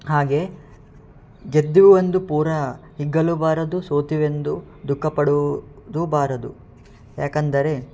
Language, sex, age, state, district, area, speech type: Kannada, male, 18-30, Karnataka, Yadgir, urban, spontaneous